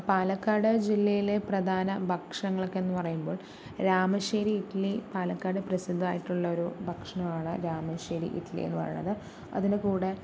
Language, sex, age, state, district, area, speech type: Malayalam, female, 30-45, Kerala, Palakkad, urban, spontaneous